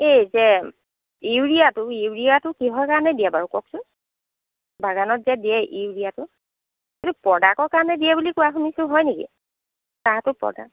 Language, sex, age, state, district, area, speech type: Assamese, female, 45-60, Assam, Sivasagar, rural, conversation